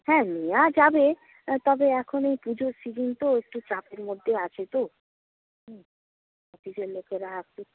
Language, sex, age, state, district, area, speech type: Bengali, female, 60+, West Bengal, Purba Medinipur, rural, conversation